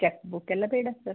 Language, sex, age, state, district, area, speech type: Kannada, female, 30-45, Karnataka, Shimoga, rural, conversation